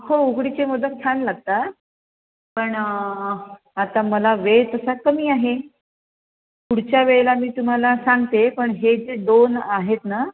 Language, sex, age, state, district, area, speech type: Marathi, female, 45-60, Maharashtra, Buldhana, urban, conversation